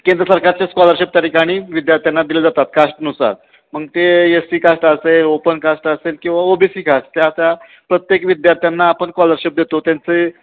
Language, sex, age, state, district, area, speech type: Marathi, male, 30-45, Maharashtra, Satara, urban, conversation